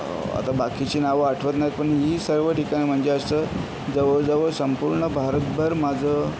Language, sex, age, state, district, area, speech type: Marathi, male, 18-30, Maharashtra, Yavatmal, rural, spontaneous